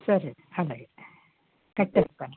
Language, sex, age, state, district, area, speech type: Telugu, female, 60+, Andhra Pradesh, Konaseema, rural, conversation